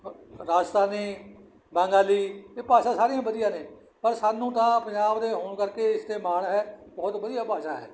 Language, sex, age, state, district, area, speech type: Punjabi, male, 60+, Punjab, Barnala, rural, spontaneous